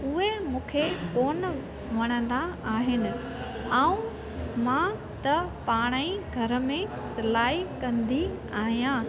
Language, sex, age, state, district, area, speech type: Sindhi, female, 30-45, Gujarat, Junagadh, rural, spontaneous